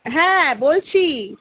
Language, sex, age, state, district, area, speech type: Bengali, female, 60+, West Bengal, Paschim Bardhaman, rural, conversation